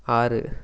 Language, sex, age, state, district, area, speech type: Tamil, male, 18-30, Tamil Nadu, Namakkal, rural, read